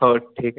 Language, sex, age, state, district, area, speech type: Marathi, male, 18-30, Maharashtra, Buldhana, urban, conversation